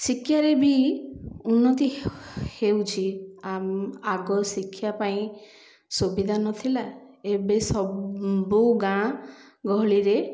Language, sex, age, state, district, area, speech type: Odia, female, 30-45, Odisha, Ganjam, urban, spontaneous